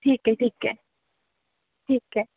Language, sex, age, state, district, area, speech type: Marathi, female, 18-30, Maharashtra, Sindhudurg, rural, conversation